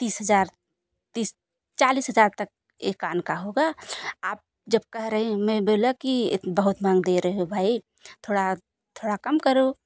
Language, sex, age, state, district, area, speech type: Hindi, female, 45-60, Uttar Pradesh, Jaunpur, rural, spontaneous